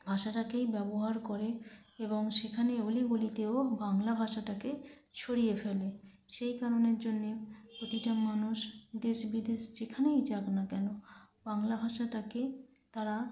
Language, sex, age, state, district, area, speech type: Bengali, female, 30-45, West Bengal, North 24 Parganas, urban, spontaneous